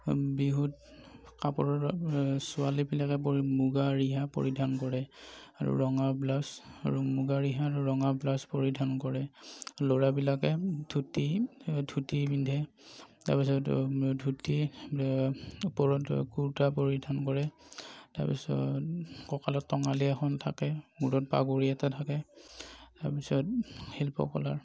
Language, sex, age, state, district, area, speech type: Assamese, male, 30-45, Assam, Darrang, rural, spontaneous